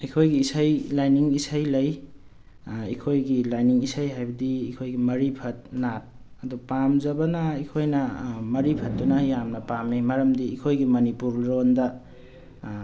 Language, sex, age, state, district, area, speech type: Manipuri, male, 45-60, Manipur, Thoubal, rural, spontaneous